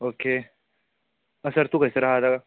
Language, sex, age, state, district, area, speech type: Goan Konkani, male, 18-30, Goa, Bardez, urban, conversation